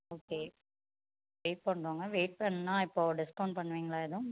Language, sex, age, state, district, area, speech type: Tamil, female, 60+, Tamil Nadu, Ariyalur, rural, conversation